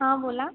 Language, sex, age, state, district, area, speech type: Marathi, female, 18-30, Maharashtra, Buldhana, rural, conversation